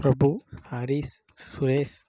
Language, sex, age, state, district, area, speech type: Tamil, male, 18-30, Tamil Nadu, Dharmapuri, rural, spontaneous